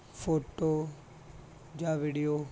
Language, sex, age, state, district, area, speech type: Punjabi, male, 18-30, Punjab, Muktsar, urban, spontaneous